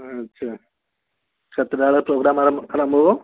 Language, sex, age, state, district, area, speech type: Odia, male, 45-60, Odisha, Balasore, rural, conversation